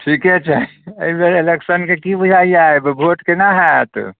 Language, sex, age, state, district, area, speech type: Maithili, male, 60+, Bihar, Muzaffarpur, urban, conversation